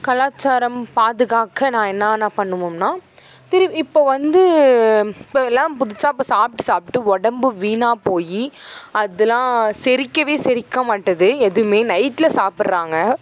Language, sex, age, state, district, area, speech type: Tamil, female, 18-30, Tamil Nadu, Thanjavur, rural, spontaneous